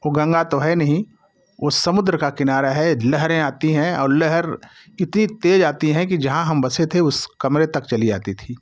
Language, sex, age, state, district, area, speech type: Hindi, male, 60+, Uttar Pradesh, Jaunpur, rural, spontaneous